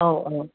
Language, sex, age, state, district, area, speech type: Bodo, female, 18-30, Assam, Kokrajhar, rural, conversation